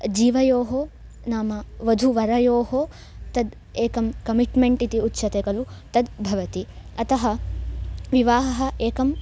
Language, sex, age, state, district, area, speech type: Sanskrit, female, 18-30, Karnataka, Hassan, rural, spontaneous